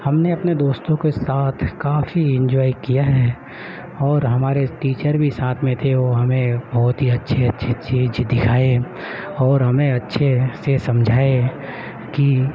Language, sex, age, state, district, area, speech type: Urdu, male, 30-45, Uttar Pradesh, Gautam Buddha Nagar, urban, spontaneous